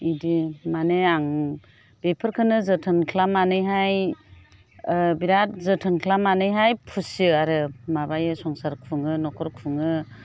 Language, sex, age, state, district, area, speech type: Bodo, female, 60+, Assam, Chirang, rural, spontaneous